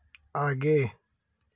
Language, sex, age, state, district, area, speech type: Hindi, male, 30-45, Uttar Pradesh, Varanasi, urban, read